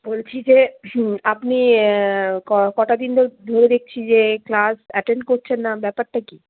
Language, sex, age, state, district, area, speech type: Bengali, female, 30-45, West Bengal, Malda, rural, conversation